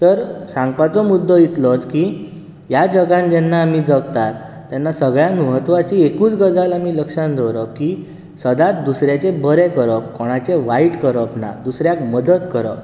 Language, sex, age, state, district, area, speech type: Goan Konkani, male, 18-30, Goa, Bardez, urban, spontaneous